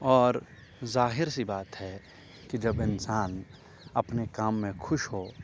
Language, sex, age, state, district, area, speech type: Urdu, male, 18-30, Jammu and Kashmir, Srinagar, rural, spontaneous